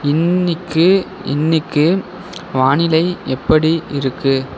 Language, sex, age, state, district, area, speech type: Tamil, male, 18-30, Tamil Nadu, Mayiladuthurai, urban, read